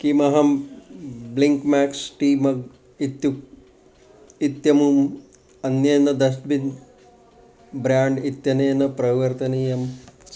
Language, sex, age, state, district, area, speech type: Sanskrit, male, 60+, Maharashtra, Wardha, urban, read